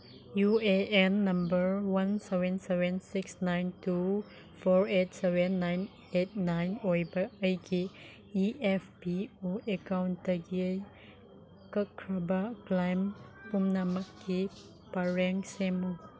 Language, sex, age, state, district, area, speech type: Manipuri, female, 18-30, Manipur, Chandel, rural, read